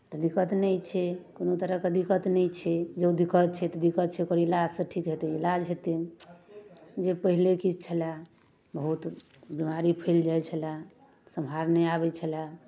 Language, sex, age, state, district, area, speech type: Maithili, female, 30-45, Bihar, Darbhanga, rural, spontaneous